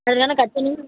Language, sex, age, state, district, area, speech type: Tamil, female, 45-60, Tamil Nadu, Kanchipuram, urban, conversation